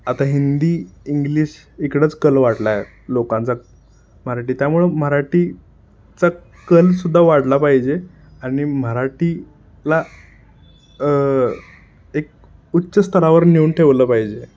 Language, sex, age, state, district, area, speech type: Marathi, male, 18-30, Maharashtra, Sangli, urban, spontaneous